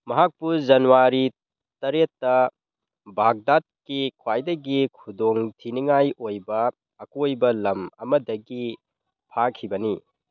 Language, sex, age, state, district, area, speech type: Manipuri, male, 18-30, Manipur, Churachandpur, rural, read